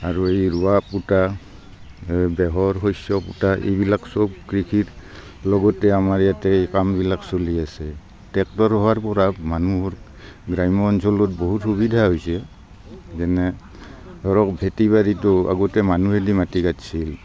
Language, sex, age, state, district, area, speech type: Assamese, male, 45-60, Assam, Barpeta, rural, spontaneous